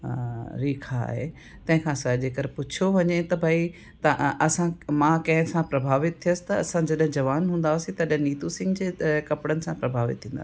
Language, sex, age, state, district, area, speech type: Sindhi, female, 60+, Rajasthan, Ajmer, urban, spontaneous